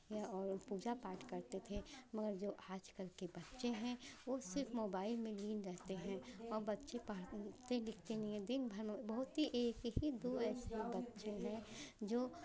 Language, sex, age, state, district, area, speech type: Hindi, female, 45-60, Uttar Pradesh, Chandauli, rural, spontaneous